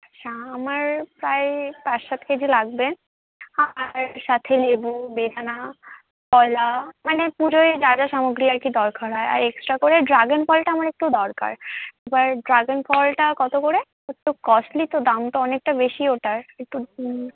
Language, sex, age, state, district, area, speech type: Bengali, female, 18-30, West Bengal, Birbhum, urban, conversation